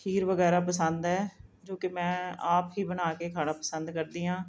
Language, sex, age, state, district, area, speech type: Punjabi, female, 45-60, Punjab, Mohali, urban, spontaneous